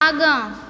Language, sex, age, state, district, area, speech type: Maithili, female, 45-60, Bihar, Supaul, rural, read